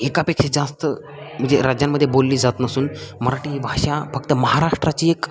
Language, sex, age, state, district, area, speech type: Marathi, male, 18-30, Maharashtra, Satara, rural, spontaneous